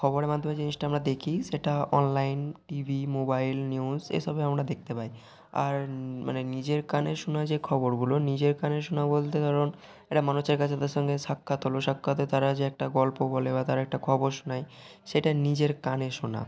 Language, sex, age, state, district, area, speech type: Bengali, male, 18-30, West Bengal, Hooghly, urban, spontaneous